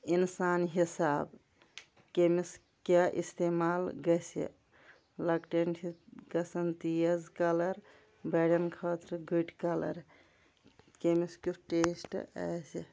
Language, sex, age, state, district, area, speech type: Kashmiri, female, 30-45, Jammu and Kashmir, Kulgam, rural, spontaneous